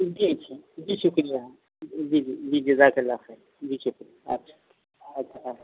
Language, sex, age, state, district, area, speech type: Urdu, male, 45-60, Telangana, Hyderabad, urban, conversation